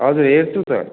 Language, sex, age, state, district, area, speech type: Nepali, male, 45-60, West Bengal, Darjeeling, rural, conversation